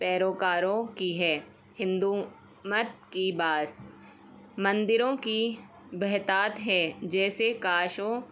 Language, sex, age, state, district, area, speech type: Urdu, female, 30-45, Uttar Pradesh, Ghaziabad, urban, spontaneous